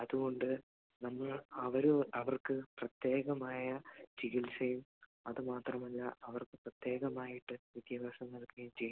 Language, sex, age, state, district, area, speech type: Malayalam, male, 18-30, Kerala, Idukki, rural, conversation